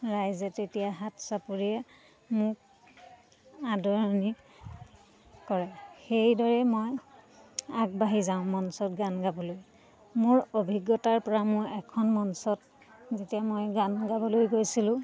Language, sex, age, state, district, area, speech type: Assamese, female, 30-45, Assam, Lakhimpur, rural, spontaneous